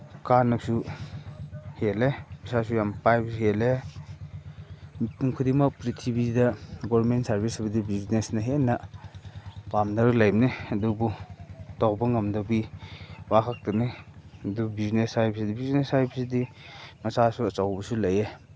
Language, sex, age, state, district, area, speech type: Manipuri, male, 45-60, Manipur, Chandel, rural, spontaneous